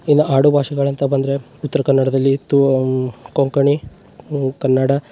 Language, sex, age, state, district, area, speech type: Kannada, male, 18-30, Karnataka, Uttara Kannada, rural, spontaneous